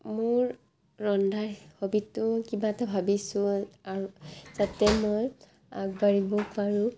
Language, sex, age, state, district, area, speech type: Assamese, female, 18-30, Assam, Barpeta, rural, spontaneous